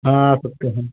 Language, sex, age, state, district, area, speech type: Hindi, male, 30-45, Uttar Pradesh, Ayodhya, rural, conversation